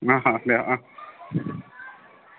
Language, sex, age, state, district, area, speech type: Assamese, male, 30-45, Assam, Charaideo, urban, conversation